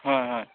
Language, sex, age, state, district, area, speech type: Assamese, male, 30-45, Assam, Majuli, urban, conversation